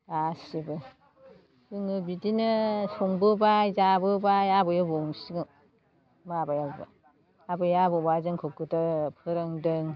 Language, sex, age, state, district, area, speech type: Bodo, female, 60+, Assam, Chirang, rural, spontaneous